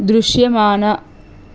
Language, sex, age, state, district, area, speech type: Telugu, female, 18-30, Telangana, Suryapet, urban, read